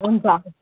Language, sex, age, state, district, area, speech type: Nepali, male, 30-45, West Bengal, Kalimpong, rural, conversation